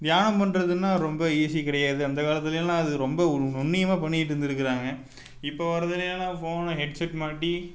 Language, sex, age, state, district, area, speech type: Tamil, male, 18-30, Tamil Nadu, Tiruppur, rural, spontaneous